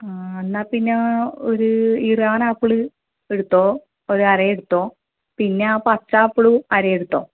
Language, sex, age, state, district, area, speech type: Malayalam, female, 30-45, Kerala, Kannur, rural, conversation